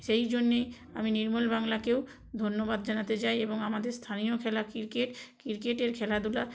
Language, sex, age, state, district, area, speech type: Bengali, female, 60+, West Bengal, Purba Medinipur, rural, spontaneous